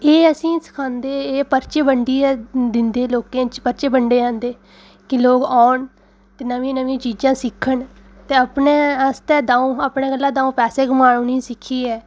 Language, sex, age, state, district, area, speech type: Dogri, female, 30-45, Jammu and Kashmir, Udhampur, urban, spontaneous